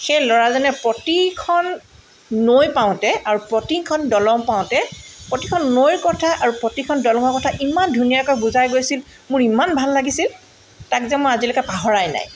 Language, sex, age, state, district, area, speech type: Assamese, female, 60+, Assam, Tinsukia, urban, spontaneous